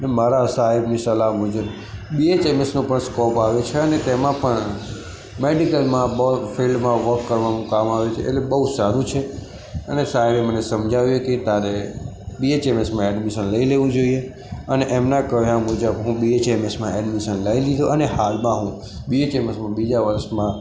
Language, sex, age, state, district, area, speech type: Gujarati, male, 18-30, Gujarat, Aravalli, rural, spontaneous